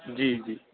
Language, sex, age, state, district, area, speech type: Punjabi, male, 18-30, Punjab, Pathankot, urban, conversation